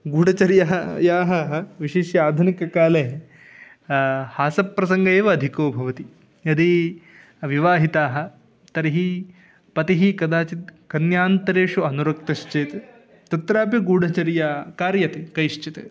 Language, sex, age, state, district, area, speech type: Sanskrit, male, 18-30, Karnataka, Uttara Kannada, rural, spontaneous